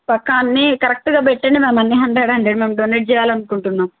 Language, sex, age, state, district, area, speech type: Telugu, female, 18-30, Telangana, Mahbubnagar, urban, conversation